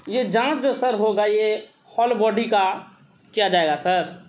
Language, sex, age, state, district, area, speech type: Urdu, male, 18-30, Bihar, Madhubani, urban, spontaneous